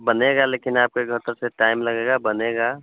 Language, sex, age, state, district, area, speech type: Hindi, male, 18-30, Bihar, Vaishali, rural, conversation